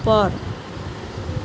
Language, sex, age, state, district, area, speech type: Assamese, female, 30-45, Assam, Nalbari, rural, read